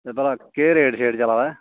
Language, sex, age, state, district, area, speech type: Dogri, male, 45-60, Jammu and Kashmir, Reasi, rural, conversation